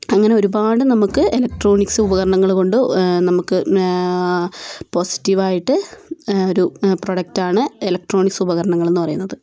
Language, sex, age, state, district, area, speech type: Malayalam, female, 18-30, Kerala, Wayanad, rural, spontaneous